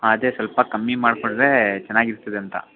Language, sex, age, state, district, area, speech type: Kannada, male, 18-30, Karnataka, Mysore, urban, conversation